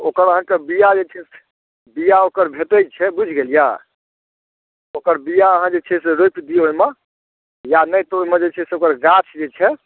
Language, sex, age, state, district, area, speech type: Maithili, male, 30-45, Bihar, Darbhanga, rural, conversation